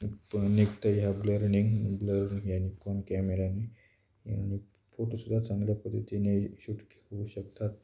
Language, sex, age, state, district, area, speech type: Marathi, male, 18-30, Maharashtra, Beed, rural, spontaneous